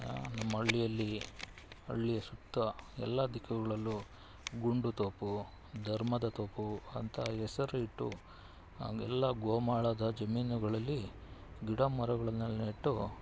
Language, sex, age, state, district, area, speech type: Kannada, male, 45-60, Karnataka, Bangalore Urban, rural, spontaneous